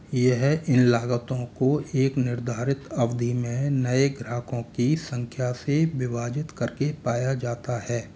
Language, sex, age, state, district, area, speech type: Hindi, male, 60+, Rajasthan, Jaipur, urban, read